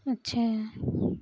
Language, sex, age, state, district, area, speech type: Urdu, female, 18-30, Bihar, Madhubani, rural, spontaneous